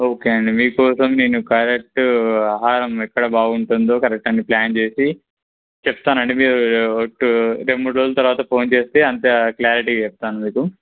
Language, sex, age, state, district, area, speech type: Telugu, male, 18-30, Telangana, Kamareddy, urban, conversation